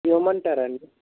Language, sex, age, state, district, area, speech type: Telugu, male, 60+, Andhra Pradesh, N T Rama Rao, urban, conversation